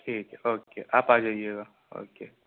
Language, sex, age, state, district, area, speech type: Urdu, male, 18-30, Uttar Pradesh, Balrampur, rural, conversation